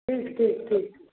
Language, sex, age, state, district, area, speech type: Maithili, male, 60+, Bihar, Samastipur, rural, conversation